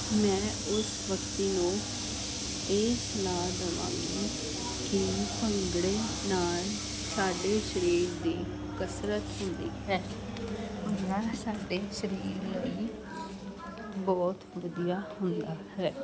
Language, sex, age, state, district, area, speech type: Punjabi, female, 30-45, Punjab, Jalandhar, urban, spontaneous